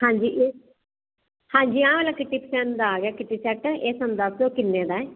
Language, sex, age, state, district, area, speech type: Punjabi, female, 30-45, Punjab, Firozpur, rural, conversation